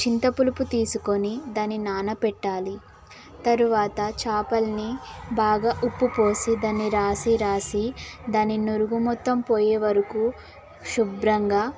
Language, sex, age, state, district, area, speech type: Telugu, female, 18-30, Telangana, Mahbubnagar, rural, spontaneous